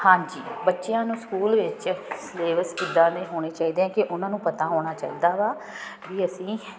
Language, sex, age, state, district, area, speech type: Punjabi, female, 30-45, Punjab, Ludhiana, urban, spontaneous